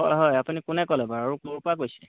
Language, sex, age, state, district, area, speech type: Assamese, male, 30-45, Assam, Golaghat, urban, conversation